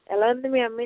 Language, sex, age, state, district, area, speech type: Telugu, female, 18-30, Andhra Pradesh, Anakapalli, urban, conversation